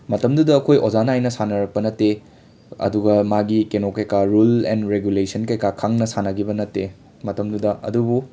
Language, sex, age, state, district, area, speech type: Manipuri, male, 30-45, Manipur, Imphal West, urban, spontaneous